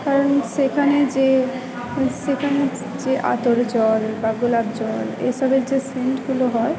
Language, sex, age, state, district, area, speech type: Bengali, female, 18-30, West Bengal, Purba Bardhaman, rural, spontaneous